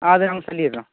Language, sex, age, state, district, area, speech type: Tamil, male, 30-45, Tamil Nadu, Tiruvarur, urban, conversation